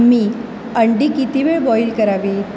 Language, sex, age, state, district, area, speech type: Marathi, female, 45-60, Maharashtra, Mumbai Suburban, urban, read